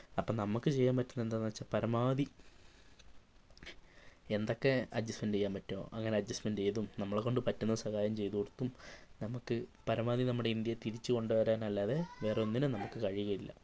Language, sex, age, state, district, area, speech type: Malayalam, female, 18-30, Kerala, Wayanad, rural, spontaneous